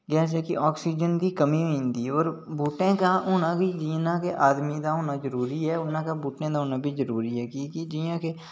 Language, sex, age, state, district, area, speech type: Dogri, male, 18-30, Jammu and Kashmir, Udhampur, rural, spontaneous